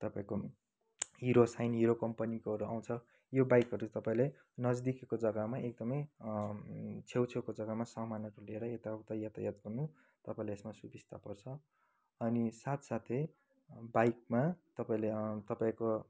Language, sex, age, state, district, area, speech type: Nepali, male, 30-45, West Bengal, Kalimpong, rural, spontaneous